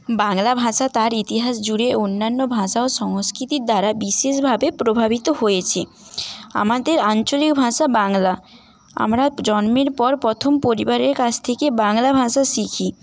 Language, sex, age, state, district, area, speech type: Bengali, female, 18-30, West Bengal, Paschim Medinipur, rural, spontaneous